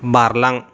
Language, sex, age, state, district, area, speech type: Bodo, male, 18-30, Assam, Chirang, urban, read